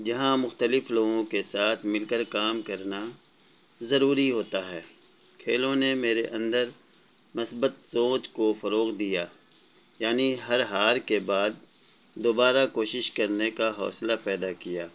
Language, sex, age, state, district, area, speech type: Urdu, male, 45-60, Bihar, Gaya, urban, spontaneous